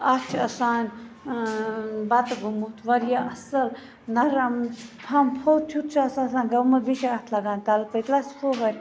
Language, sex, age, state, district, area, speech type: Kashmiri, female, 60+, Jammu and Kashmir, Budgam, rural, spontaneous